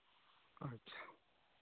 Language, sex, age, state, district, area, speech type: Santali, male, 45-60, West Bengal, Malda, rural, conversation